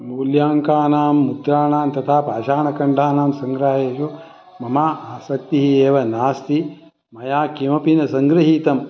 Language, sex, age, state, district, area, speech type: Sanskrit, male, 60+, Karnataka, Shimoga, rural, spontaneous